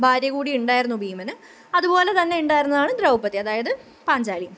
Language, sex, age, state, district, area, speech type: Malayalam, female, 18-30, Kerala, Pathanamthitta, rural, spontaneous